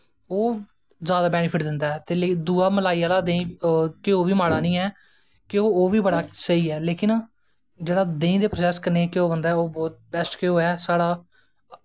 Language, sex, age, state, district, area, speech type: Dogri, male, 18-30, Jammu and Kashmir, Jammu, rural, spontaneous